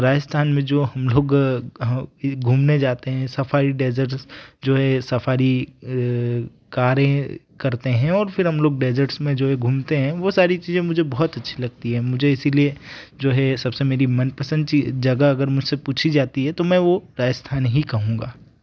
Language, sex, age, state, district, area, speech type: Hindi, male, 18-30, Madhya Pradesh, Ujjain, rural, spontaneous